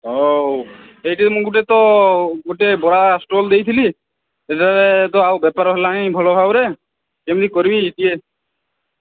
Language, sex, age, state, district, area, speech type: Odia, male, 18-30, Odisha, Sambalpur, rural, conversation